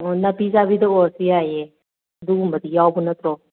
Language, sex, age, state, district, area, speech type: Manipuri, female, 45-60, Manipur, Kakching, rural, conversation